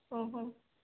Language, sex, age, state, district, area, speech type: Marathi, female, 18-30, Maharashtra, Ahmednagar, urban, conversation